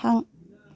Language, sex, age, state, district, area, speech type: Bodo, female, 60+, Assam, Kokrajhar, urban, read